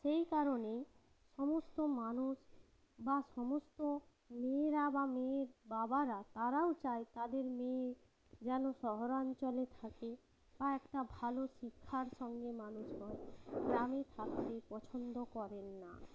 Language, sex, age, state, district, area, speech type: Bengali, female, 30-45, West Bengal, North 24 Parganas, rural, spontaneous